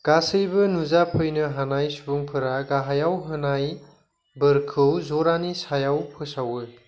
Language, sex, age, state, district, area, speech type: Bodo, male, 30-45, Assam, Kokrajhar, rural, read